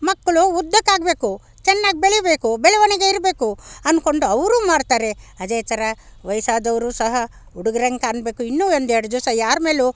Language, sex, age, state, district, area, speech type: Kannada, female, 60+, Karnataka, Bangalore Rural, rural, spontaneous